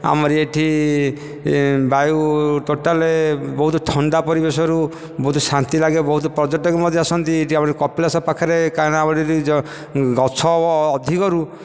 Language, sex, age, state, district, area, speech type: Odia, male, 45-60, Odisha, Dhenkanal, rural, spontaneous